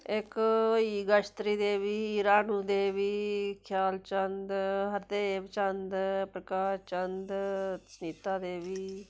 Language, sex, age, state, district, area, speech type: Dogri, female, 45-60, Jammu and Kashmir, Udhampur, rural, spontaneous